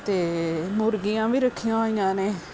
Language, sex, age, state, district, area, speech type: Punjabi, female, 45-60, Punjab, Gurdaspur, urban, spontaneous